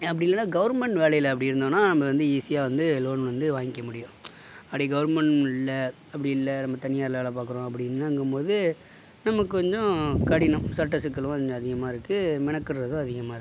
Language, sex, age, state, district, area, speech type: Tamil, male, 60+, Tamil Nadu, Mayiladuthurai, rural, spontaneous